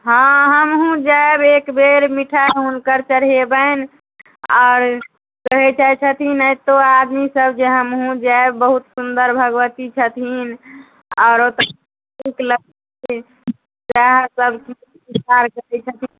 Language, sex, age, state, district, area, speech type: Maithili, female, 18-30, Bihar, Madhubani, rural, conversation